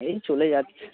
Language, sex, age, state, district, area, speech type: Bengali, male, 30-45, West Bengal, North 24 Parganas, urban, conversation